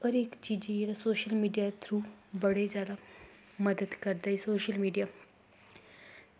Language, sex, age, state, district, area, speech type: Dogri, female, 18-30, Jammu and Kashmir, Kathua, rural, spontaneous